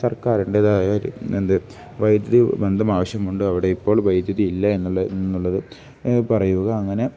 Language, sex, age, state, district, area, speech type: Malayalam, male, 18-30, Kerala, Kozhikode, rural, spontaneous